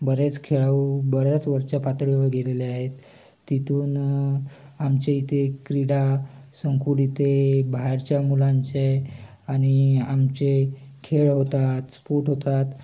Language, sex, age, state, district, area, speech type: Marathi, male, 18-30, Maharashtra, Raigad, urban, spontaneous